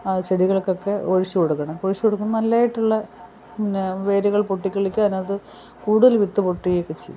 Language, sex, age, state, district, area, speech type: Malayalam, female, 45-60, Kerala, Kollam, rural, spontaneous